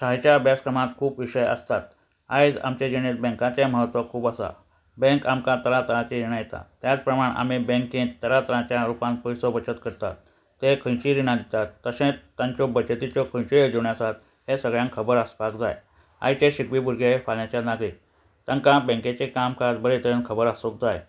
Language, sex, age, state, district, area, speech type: Goan Konkani, male, 60+, Goa, Ponda, rural, spontaneous